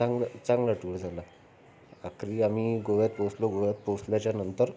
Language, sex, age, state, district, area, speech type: Marathi, male, 30-45, Maharashtra, Amravati, urban, spontaneous